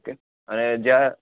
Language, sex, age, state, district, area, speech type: Gujarati, male, 18-30, Gujarat, Junagadh, urban, conversation